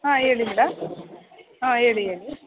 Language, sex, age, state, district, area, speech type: Kannada, female, 18-30, Karnataka, Mandya, rural, conversation